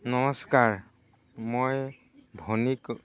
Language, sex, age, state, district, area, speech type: Assamese, male, 45-60, Assam, Dhemaji, rural, read